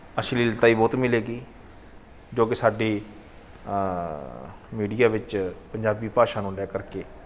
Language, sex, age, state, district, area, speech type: Punjabi, male, 45-60, Punjab, Bathinda, urban, spontaneous